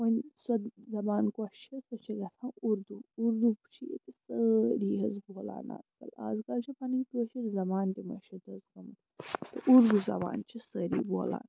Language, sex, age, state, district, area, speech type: Kashmiri, female, 45-60, Jammu and Kashmir, Srinagar, urban, spontaneous